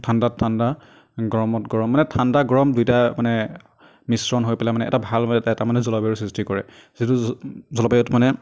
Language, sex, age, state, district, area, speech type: Assamese, male, 30-45, Assam, Darrang, rural, spontaneous